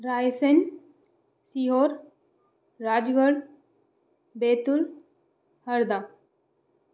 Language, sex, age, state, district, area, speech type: Hindi, female, 18-30, Madhya Pradesh, Bhopal, urban, spontaneous